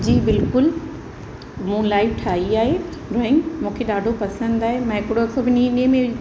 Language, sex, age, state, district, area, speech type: Sindhi, female, 45-60, Uttar Pradesh, Lucknow, rural, spontaneous